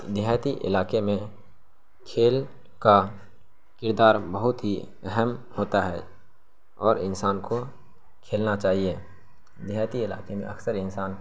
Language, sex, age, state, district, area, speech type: Urdu, male, 18-30, Bihar, Saharsa, rural, spontaneous